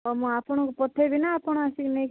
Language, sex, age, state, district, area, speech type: Odia, female, 18-30, Odisha, Koraput, urban, conversation